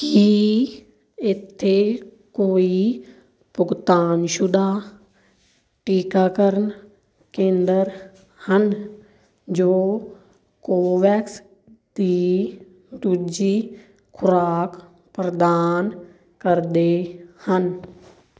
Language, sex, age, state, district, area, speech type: Punjabi, female, 18-30, Punjab, Fazilka, rural, read